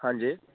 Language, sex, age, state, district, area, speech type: Sindhi, male, 18-30, Delhi, South Delhi, urban, conversation